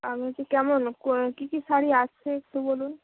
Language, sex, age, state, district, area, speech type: Bengali, female, 18-30, West Bengal, Bankura, rural, conversation